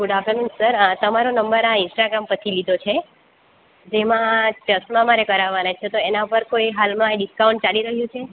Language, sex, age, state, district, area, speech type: Gujarati, female, 18-30, Gujarat, Valsad, rural, conversation